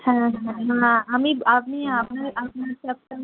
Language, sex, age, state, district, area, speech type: Bengali, female, 30-45, West Bengal, Purulia, urban, conversation